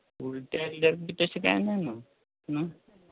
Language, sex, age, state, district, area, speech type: Goan Konkani, male, 60+, Goa, Canacona, rural, conversation